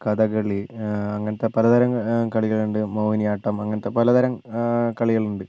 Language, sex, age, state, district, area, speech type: Malayalam, female, 18-30, Kerala, Wayanad, rural, spontaneous